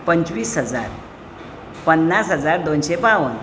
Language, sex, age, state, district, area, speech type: Goan Konkani, female, 60+, Goa, Bardez, urban, spontaneous